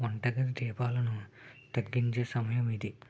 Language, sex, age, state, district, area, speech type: Telugu, male, 30-45, Andhra Pradesh, Krishna, urban, read